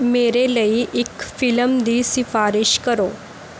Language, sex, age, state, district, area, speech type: Punjabi, female, 18-30, Punjab, Mohali, rural, read